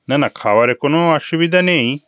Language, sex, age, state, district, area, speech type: Bengali, male, 45-60, West Bengal, Bankura, urban, spontaneous